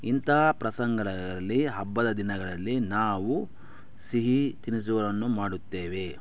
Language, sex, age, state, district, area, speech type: Kannada, male, 30-45, Karnataka, Chikkaballapur, rural, spontaneous